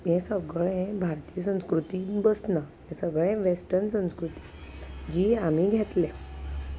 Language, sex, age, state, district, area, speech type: Goan Konkani, female, 30-45, Goa, Salcete, rural, spontaneous